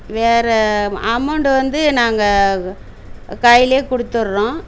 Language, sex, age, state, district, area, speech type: Tamil, female, 60+, Tamil Nadu, Coimbatore, rural, spontaneous